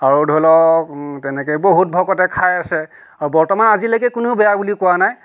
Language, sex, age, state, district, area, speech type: Assamese, male, 60+, Assam, Nagaon, rural, spontaneous